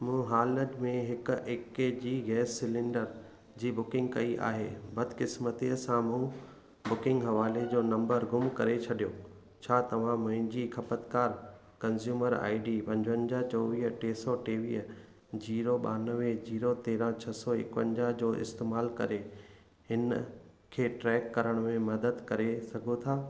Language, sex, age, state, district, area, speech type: Sindhi, male, 30-45, Gujarat, Kutch, urban, read